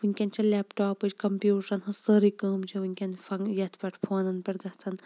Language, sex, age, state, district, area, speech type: Kashmiri, female, 30-45, Jammu and Kashmir, Shopian, rural, spontaneous